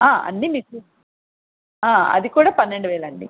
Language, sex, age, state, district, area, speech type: Telugu, female, 30-45, Andhra Pradesh, Visakhapatnam, urban, conversation